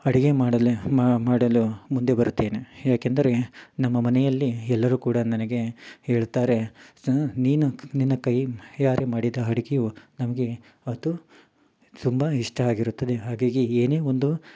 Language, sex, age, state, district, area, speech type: Kannada, male, 30-45, Karnataka, Mysore, urban, spontaneous